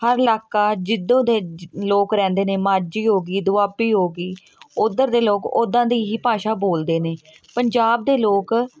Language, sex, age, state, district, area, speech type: Punjabi, female, 30-45, Punjab, Patiala, rural, spontaneous